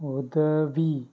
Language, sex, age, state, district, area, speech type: Tamil, male, 45-60, Tamil Nadu, Pudukkottai, rural, read